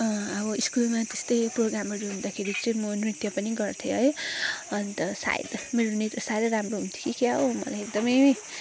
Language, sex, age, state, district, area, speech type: Nepali, female, 45-60, West Bengal, Darjeeling, rural, spontaneous